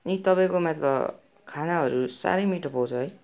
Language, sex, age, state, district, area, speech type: Nepali, male, 18-30, West Bengal, Darjeeling, rural, spontaneous